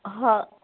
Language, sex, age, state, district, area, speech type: Assamese, female, 30-45, Assam, Majuli, urban, conversation